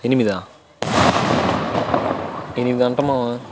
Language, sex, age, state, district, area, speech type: Telugu, male, 18-30, Andhra Pradesh, Bapatla, rural, spontaneous